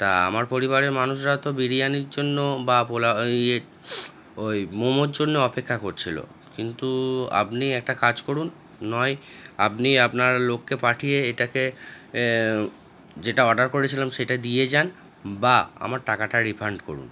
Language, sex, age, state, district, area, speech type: Bengali, male, 30-45, West Bengal, Howrah, urban, spontaneous